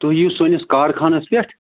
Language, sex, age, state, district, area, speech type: Kashmiri, male, 45-60, Jammu and Kashmir, Ganderbal, rural, conversation